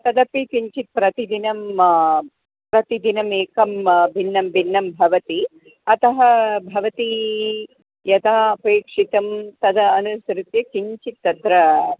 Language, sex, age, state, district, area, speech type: Sanskrit, female, 45-60, Karnataka, Dharwad, urban, conversation